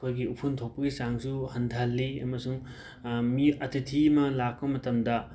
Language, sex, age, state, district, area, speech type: Manipuri, male, 18-30, Manipur, Imphal West, rural, spontaneous